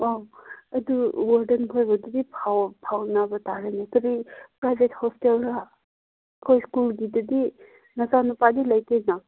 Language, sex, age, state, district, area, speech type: Manipuri, female, 18-30, Manipur, Kangpokpi, urban, conversation